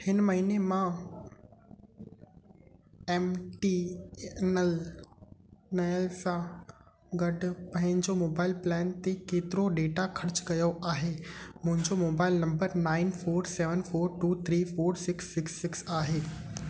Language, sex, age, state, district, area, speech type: Sindhi, male, 18-30, Gujarat, Kutch, urban, read